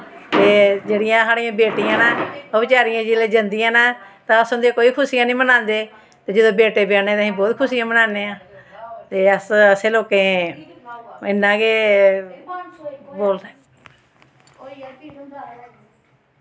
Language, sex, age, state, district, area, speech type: Dogri, female, 45-60, Jammu and Kashmir, Samba, urban, spontaneous